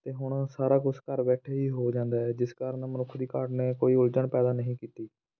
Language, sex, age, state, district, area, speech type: Punjabi, male, 18-30, Punjab, Fatehgarh Sahib, rural, spontaneous